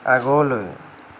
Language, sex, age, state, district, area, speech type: Assamese, male, 45-60, Assam, Lakhimpur, rural, read